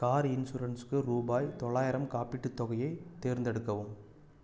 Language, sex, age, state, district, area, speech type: Tamil, male, 30-45, Tamil Nadu, Erode, rural, read